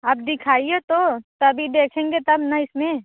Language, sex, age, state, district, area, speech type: Hindi, female, 45-60, Uttar Pradesh, Bhadohi, urban, conversation